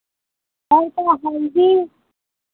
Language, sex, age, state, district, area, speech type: Hindi, female, 60+, Uttar Pradesh, Sitapur, rural, conversation